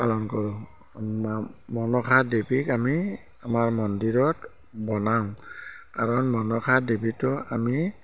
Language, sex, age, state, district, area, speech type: Assamese, male, 45-60, Assam, Barpeta, rural, spontaneous